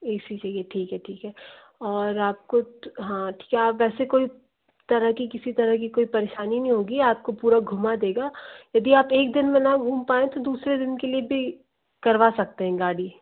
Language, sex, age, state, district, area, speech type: Hindi, female, 60+, Madhya Pradesh, Bhopal, urban, conversation